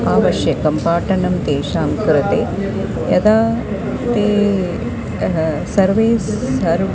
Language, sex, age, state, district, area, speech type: Sanskrit, female, 45-60, Karnataka, Dharwad, urban, spontaneous